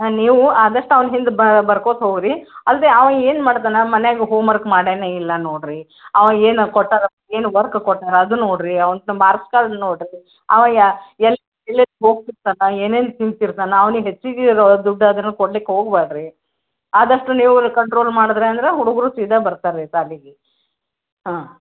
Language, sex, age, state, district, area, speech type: Kannada, female, 60+, Karnataka, Gulbarga, urban, conversation